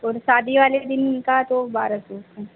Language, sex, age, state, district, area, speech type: Hindi, female, 18-30, Madhya Pradesh, Harda, urban, conversation